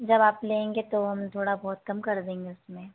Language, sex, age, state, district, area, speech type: Hindi, female, 18-30, Madhya Pradesh, Hoshangabad, rural, conversation